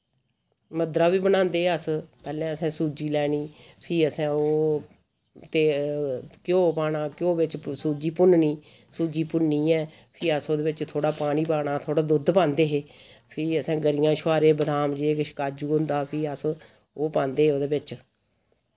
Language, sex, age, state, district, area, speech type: Dogri, female, 45-60, Jammu and Kashmir, Samba, rural, spontaneous